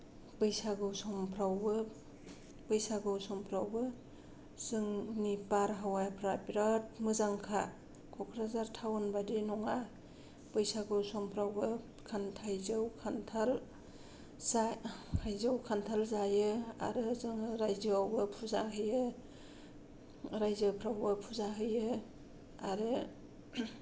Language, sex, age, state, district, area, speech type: Bodo, female, 45-60, Assam, Kokrajhar, rural, spontaneous